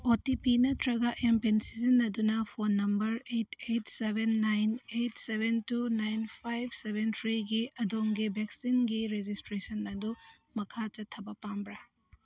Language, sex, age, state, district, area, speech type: Manipuri, female, 45-60, Manipur, Churachandpur, urban, read